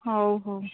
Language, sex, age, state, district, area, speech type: Odia, female, 18-30, Odisha, Koraput, urban, conversation